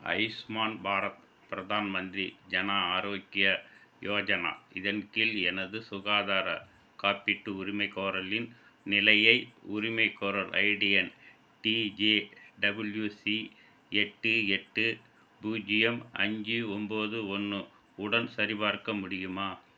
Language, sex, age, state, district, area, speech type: Tamil, male, 60+, Tamil Nadu, Tiruchirappalli, rural, read